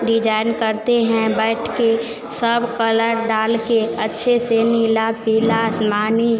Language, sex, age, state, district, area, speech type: Hindi, female, 45-60, Bihar, Vaishali, urban, spontaneous